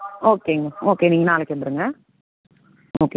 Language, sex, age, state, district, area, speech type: Tamil, female, 30-45, Tamil Nadu, Namakkal, rural, conversation